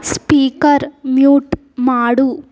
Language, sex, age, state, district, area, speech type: Kannada, female, 18-30, Karnataka, Davanagere, rural, read